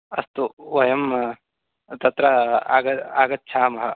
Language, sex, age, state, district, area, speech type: Sanskrit, male, 18-30, Karnataka, Uttara Kannada, rural, conversation